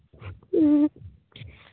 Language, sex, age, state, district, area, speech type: Santali, male, 30-45, Jharkhand, Pakur, rural, conversation